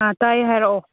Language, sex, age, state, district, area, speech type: Manipuri, female, 30-45, Manipur, Senapati, rural, conversation